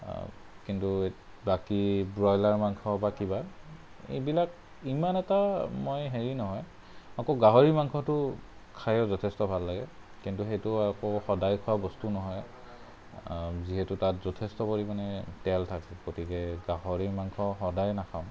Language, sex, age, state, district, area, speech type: Assamese, male, 30-45, Assam, Kamrup Metropolitan, urban, spontaneous